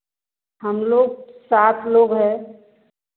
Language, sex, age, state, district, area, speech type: Hindi, female, 60+, Uttar Pradesh, Varanasi, rural, conversation